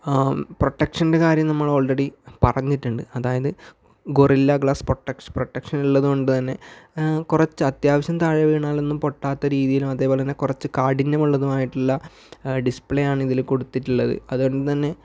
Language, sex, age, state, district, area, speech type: Malayalam, male, 18-30, Kerala, Kasaragod, rural, spontaneous